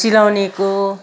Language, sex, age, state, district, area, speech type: Nepali, female, 60+, West Bengal, Kalimpong, rural, spontaneous